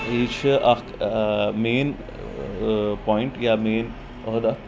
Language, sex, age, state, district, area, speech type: Kashmiri, male, 18-30, Jammu and Kashmir, Budgam, urban, spontaneous